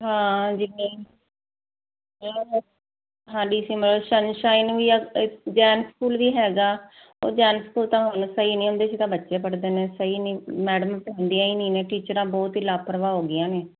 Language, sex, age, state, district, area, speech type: Punjabi, female, 30-45, Punjab, Firozpur, urban, conversation